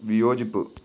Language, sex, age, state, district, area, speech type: Malayalam, male, 30-45, Kerala, Kottayam, rural, read